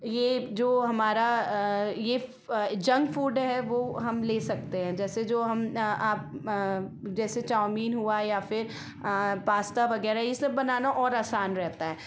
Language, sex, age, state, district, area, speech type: Hindi, female, 30-45, Madhya Pradesh, Ujjain, urban, spontaneous